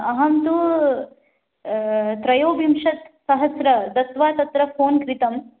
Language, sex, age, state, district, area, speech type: Sanskrit, female, 18-30, Odisha, Jagatsinghpur, urban, conversation